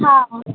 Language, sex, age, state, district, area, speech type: Dogri, female, 30-45, Jammu and Kashmir, Udhampur, urban, conversation